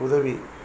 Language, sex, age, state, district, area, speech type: Tamil, male, 45-60, Tamil Nadu, Thanjavur, rural, read